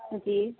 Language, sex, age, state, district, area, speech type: Urdu, female, 18-30, Uttar Pradesh, Gautam Buddha Nagar, rural, conversation